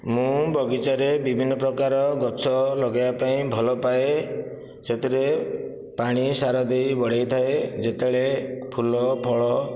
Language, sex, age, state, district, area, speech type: Odia, male, 60+, Odisha, Nayagarh, rural, spontaneous